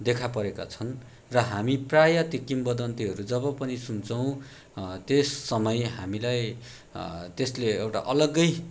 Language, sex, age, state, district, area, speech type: Nepali, male, 30-45, West Bengal, Darjeeling, rural, spontaneous